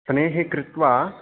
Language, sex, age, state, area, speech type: Sanskrit, male, 18-30, Haryana, rural, conversation